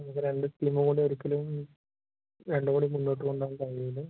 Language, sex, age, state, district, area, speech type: Malayalam, male, 45-60, Kerala, Kozhikode, urban, conversation